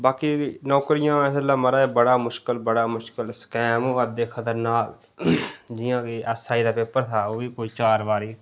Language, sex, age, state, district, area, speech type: Dogri, male, 30-45, Jammu and Kashmir, Udhampur, rural, spontaneous